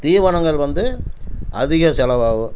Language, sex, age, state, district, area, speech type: Tamil, male, 60+, Tamil Nadu, Namakkal, rural, spontaneous